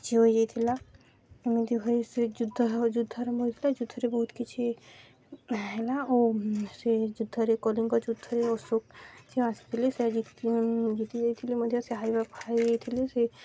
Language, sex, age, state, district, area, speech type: Odia, female, 18-30, Odisha, Subarnapur, urban, spontaneous